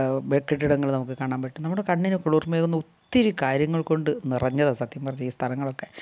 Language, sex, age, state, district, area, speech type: Malayalam, female, 60+, Kerala, Kasaragod, rural, spontaneous